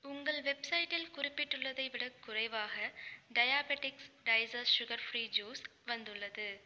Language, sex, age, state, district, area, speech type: Tamil, female, 45-60, Tamil Nadu, Pudukkottai, rural, read